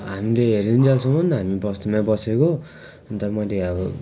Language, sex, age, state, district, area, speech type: Nepali, male, 18-30, West Bengal, Darjeeling, rural, spontaneous